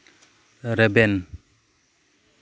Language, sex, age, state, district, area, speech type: Santali, male, 30-45, West Bengal, Birbhum, rural, read